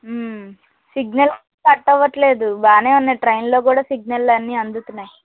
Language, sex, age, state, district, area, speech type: Telugu, female, 18-30, Andhra Pradesh, Krishna, urban, conversation